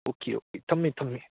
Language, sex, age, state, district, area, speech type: Manipuri, male, 18-30, Manipur, Churachandpur, urban, conversation